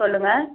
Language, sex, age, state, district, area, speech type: Tamil, female, 60+, Tamil Nadu, Krishnagiri, rural, conversation